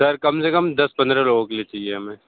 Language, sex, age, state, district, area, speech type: Hindi, male, 30-45, Uttar Pradesh, Sonbhadra, rural, conversation